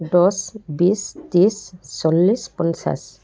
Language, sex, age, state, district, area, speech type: Assamese, female, 60+, Assam, Dibrugarh, rural, spontaneous